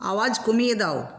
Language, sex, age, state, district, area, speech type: Bengali, female, 45-60, West Bengal, Nadia, rural, read